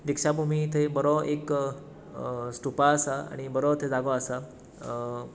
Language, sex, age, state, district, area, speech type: Goan Konkani, male, 18-30, Goa, Tiswadi, rural, spontaneous